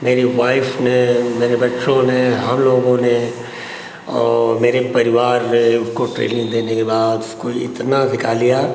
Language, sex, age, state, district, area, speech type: Hindi, male, 60+, Uttar Pradesh, Hardoi, rural, spontaneous